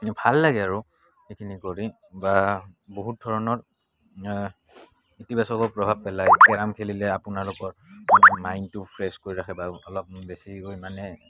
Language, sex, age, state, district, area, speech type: Assamese, male, 18-30, Assam, Barpeta, rural, spontaneous